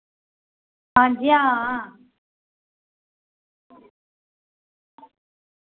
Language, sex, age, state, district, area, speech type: Dogri, female, 30-45, Jammu and Kashmir, Samba, rural, conversation